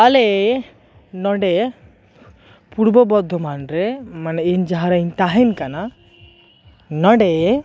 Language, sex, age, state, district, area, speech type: Santali, male, 18-30, West Bengal, Purba Bardhaman, rural, spontaneous